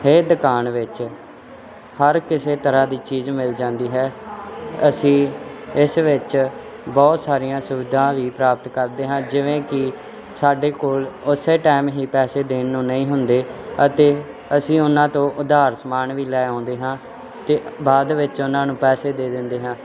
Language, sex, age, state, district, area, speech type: Punjabi, male, 18-30, Punjab, Firozpur, rural, spontaneous